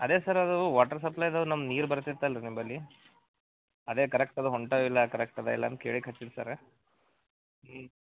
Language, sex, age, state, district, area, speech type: Kannada, male, 30-45, Karnataka, Gulbarga, urban, conversation